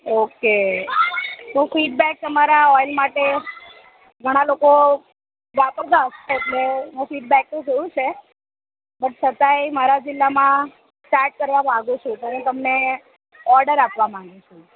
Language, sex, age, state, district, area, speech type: Gujarati, female, 30-45, Gujarat, Narmada, rural, conversation